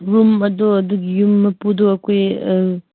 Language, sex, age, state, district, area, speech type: Manipuri, female, 18-30, Manipur, Kangpokpi, rural, conversation